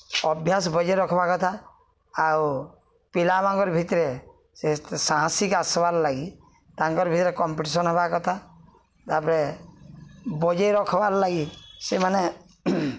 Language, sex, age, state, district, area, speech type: Odia, male, 45-60, Odisha, Balangir, urban, spontaneous